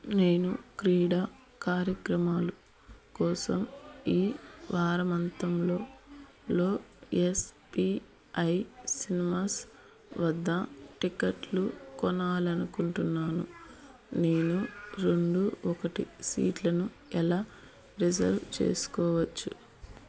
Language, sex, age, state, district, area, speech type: Telugu, female, 30-45, Andhra Pradesh, Eluru, urban, read